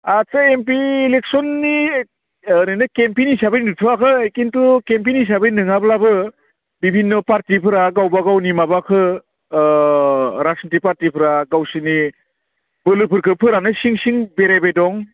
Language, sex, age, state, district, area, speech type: Bodo, male, 45-60, Assam, Baksa, rural, conversation